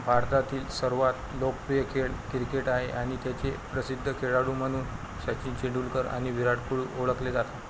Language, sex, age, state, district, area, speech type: Marathi, male, 18-30, Maharashtra, Washim, rural, spontaneous